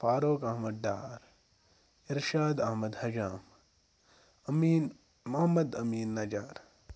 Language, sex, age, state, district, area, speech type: Kashmiri, male, 45-60, Jammu and Kashmir, Ganderbal, rural, spontaneous